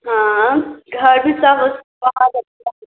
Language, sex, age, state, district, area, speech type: Hindi, female, 18-30, Bihar, Samastipur, rural, conversation